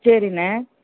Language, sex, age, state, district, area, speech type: Tamil, female, 45-60, Tamil Nadu, Madurai, urban, conversation